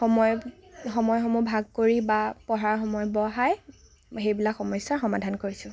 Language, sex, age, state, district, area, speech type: Assamese, female, 18-30, Assam, Lakhimpur, rural, spontaneous